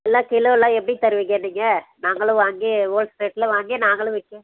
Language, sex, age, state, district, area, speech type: Tamil, female, 30-45, Tamil Nadu, Tirupattur, rural, conversation